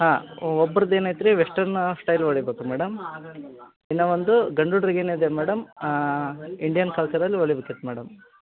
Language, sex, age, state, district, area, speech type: Kannada, male, 18-30, Karnataka, Koppal, rural, conversation